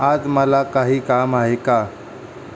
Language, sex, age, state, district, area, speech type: Marathi, male, 18-30, Maharashtra, Mumbai City, urban, read